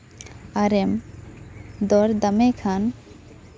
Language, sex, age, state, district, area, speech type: Santali, female, 18-30, West Bengal, Purba Bardhaman, rural, spontaneous